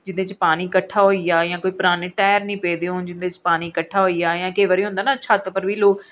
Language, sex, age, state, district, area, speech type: Dogri, female, 45-60, Jammu and Kashmir, Reasi, urban, spontaneous